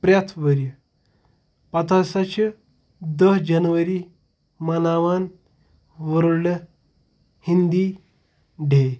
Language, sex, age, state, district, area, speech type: Kashmiri, male, 18-30, Jammu and Kashmir, Pulwama, rural, spontaneous